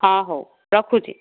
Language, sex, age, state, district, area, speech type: Odia, female, 45-60, Odisha, Gajapati, rural, conversation